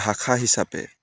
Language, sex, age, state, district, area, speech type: Assamese, male, 18-30, Assam, Dibrugarh, urban, spontaneous